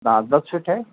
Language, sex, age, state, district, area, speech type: Urdu, male, 60+, Delhi, North East Delhi, urban, conversation